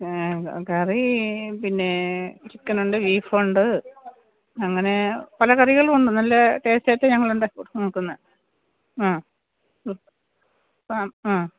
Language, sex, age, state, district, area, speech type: Malayalam, female, 60+, Kerala, Thiruvananthapuram, urban, conversation